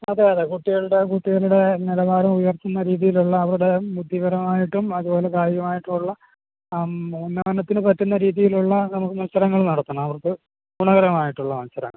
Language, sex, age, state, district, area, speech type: Malayalam, male, 60+, Kerala, Alappuzha, rural, conversation